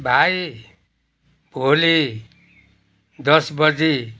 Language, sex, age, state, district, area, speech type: Nepali, male, 60+, West Bengal, Kalimpong, rural, spontaneous